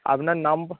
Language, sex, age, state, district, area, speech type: Bengali, male, 30-45, West Bengal, Howrah, urban, conversation